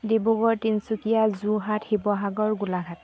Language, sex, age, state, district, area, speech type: Assamese, female, 30-45, Assam, Dibrugarh, rural, spontaneous